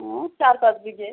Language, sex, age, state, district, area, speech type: Bengali, female, 45-60, West Bengal, Uttar Dinajpur, urban, conversation